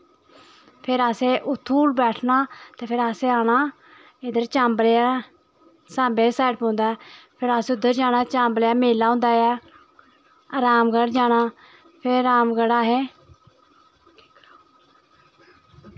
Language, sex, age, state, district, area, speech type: Dogri, female, 30-45, Jammu and Kashmir, Samba, urban, spontaneous